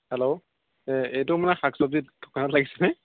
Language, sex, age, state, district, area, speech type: Assamese, male, 30-45, Assam, Nagaon, rural, conversation